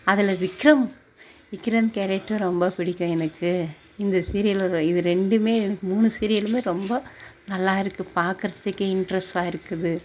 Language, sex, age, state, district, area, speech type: Tamil, female, 60+, Tamil Nadu, Mayiladuthurai, rural, spontaneous